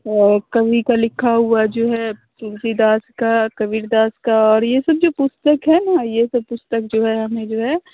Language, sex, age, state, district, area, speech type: Hindi, female, 18-30, Bihar, Muzaffarpur, rural, conversation